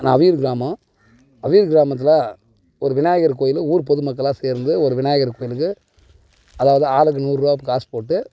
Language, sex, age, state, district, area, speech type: Tamil, male, 30-45, Tamil Nadu, Tiruvannamalai, rural, spontaneous